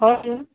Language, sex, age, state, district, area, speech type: Nepali, female, 18-30, West Bengal, Kalimpong, rural, conversation